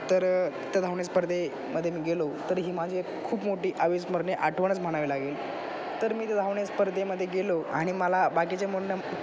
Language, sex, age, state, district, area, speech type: Marathi, male, 18-30, Maharashtra, Ahmednagar, rural, spontaneous